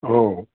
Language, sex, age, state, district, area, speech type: Marathi, male, 60+, Maharashtra, Thane, rural, conversation